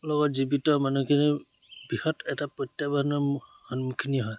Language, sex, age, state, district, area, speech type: Assamese, male, 30-45, Assam, Dhemaji, rural, spontaneous